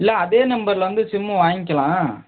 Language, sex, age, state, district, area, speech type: Tamil, male, 18-30, Tamil Nadu, Madurai, urban, conversation